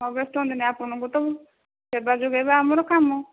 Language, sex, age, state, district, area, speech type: Odia, female, 45-60, Odisha, Angul, rural, conversation